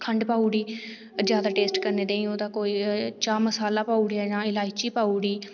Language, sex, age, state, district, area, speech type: Dogri, female, 18-30, Jammu and Kashmir, Reasi, rural, spontaneous